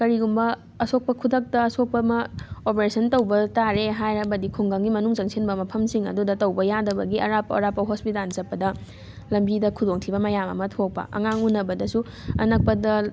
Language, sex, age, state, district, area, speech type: Manipuri, female, 18-30, Manipur, Thoubal, rural, spontaneous